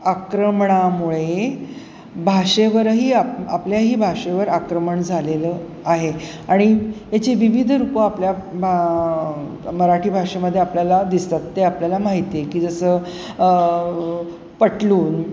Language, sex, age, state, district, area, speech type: Marathi, female, 60+, Maharashtra, Mumbai Suburban, urban, spontaneous